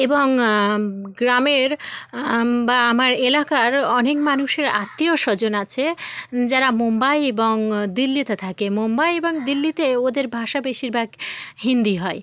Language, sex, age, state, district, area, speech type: Bengali, female, 18-30, West Bengal, South 24 Parganas, rural, spontaneous